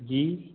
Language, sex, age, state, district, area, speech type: Gujarati, male, 45-60, Gujarat, Amreli, rural, conversation